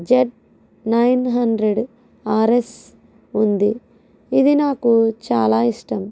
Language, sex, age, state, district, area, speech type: Telugu, female, 18-30, Andhra Pradesh, East Godavari, rural, spontaneous